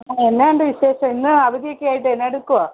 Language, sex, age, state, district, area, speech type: Malayalam, female, 45-60, Kerala, Kottayam, rural, conversation